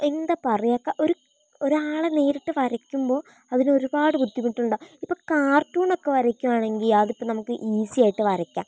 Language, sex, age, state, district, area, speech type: Malayalam, female, 18-30, Kerala, Wayanad, rural, spontaneous